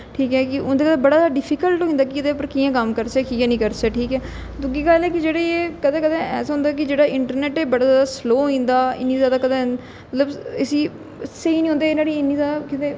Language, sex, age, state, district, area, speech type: Dogri, female, 18-30, Jammu and Kashmir, Jammu, urban, spontaneous